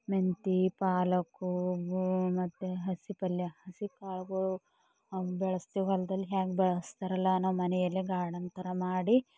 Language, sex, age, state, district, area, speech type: Kannada, female, 45-60, Karnataka, Bidar, rural, spontaneous